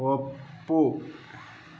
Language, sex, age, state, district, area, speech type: Kannada, male, 30-45, Karnataka, Chitradurga, rural, read